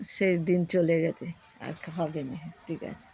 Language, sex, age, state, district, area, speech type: Bengali, female, 60+, West Bengal, Darjeeling, rural, spontaneous